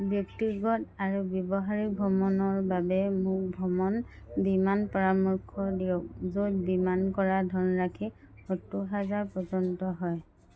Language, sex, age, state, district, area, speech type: Assamese, female, 30-45, Assam, Dhemaji, rural, read